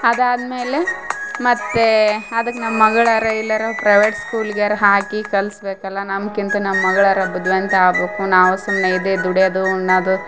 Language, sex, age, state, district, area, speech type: Kannada, female, 18-30, Karnataka, Koppal, rural, spontaneous